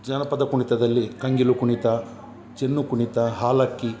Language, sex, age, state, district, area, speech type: Kannada, male, 45-60, Karnataka, Udupi, rural, spontaneous